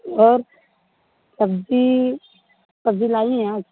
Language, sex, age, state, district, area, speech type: Hindi, female, 18-30, Uttar Pradesh, Mirzapur, rural, conversation